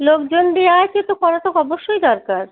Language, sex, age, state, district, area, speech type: Bengali, female, 30-45, West Bengal, Birbhum, urban, conversation